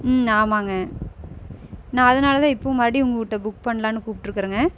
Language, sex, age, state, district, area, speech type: Tamil, female, 30-45, Tamil Nadu, Erode, rural, spontaneous